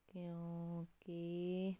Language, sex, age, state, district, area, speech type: Punjabi, female, 18-30, Punjab, Sangrur, urban, read